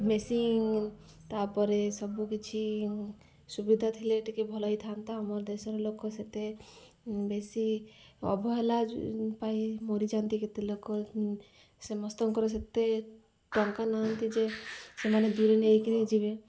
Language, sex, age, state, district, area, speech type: Odia, female, 45-60, Odisha, Malkangiri, urban, spontaneous